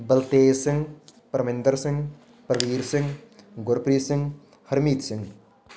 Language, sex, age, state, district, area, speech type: Punjabi, male, 45-60, Punjab, Fatehgarh Sahib, rural, spontaneous